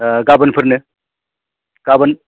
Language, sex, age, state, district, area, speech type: Bodo, male, 45-60, Assam, Baksa, rural, conversation